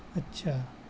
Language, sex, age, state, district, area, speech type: Urdu, male, 60+, Bihar, Gaya, rural, spontaneous